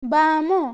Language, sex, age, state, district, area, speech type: Odia, female, 18-30, Odisha, Balasore, rural, read